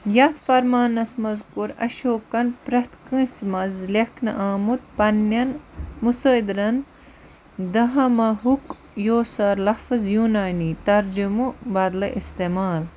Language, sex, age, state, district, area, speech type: Kashmiri, female, 30-45, Jammu and Kashmir, Budgam, rural, read